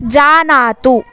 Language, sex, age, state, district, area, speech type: Sanskrit, female, 18-30, Karnataka, Uttara Kannada, rural, read